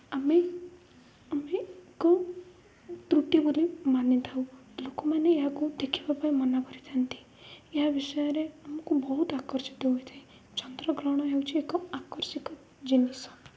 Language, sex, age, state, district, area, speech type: Odia, female, 18-30, Odisha, Ganjam, urban, spontaneous